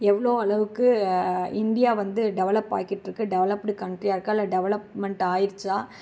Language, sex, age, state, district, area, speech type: Tamil, female, 18-30, Tamil Nadu, Kanchipuram, urban, spontaneous